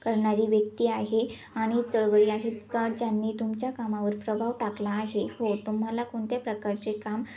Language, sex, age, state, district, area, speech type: Marathi, female, 18-30, Maharashtra, Ahmednagar, rural, spontaneous